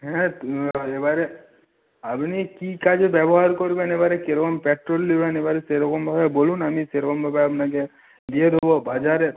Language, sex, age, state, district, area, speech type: Bengali, male, 45-60, West Bengal, Nadia, rural, conversation